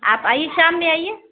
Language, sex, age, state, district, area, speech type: Urdu, female, 30-45, Bihar, Araria, rural, conversation